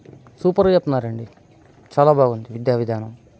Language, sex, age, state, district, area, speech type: Telugu, male, 30-45, Andhra Pradesh, Bapatla, rural, spontaneous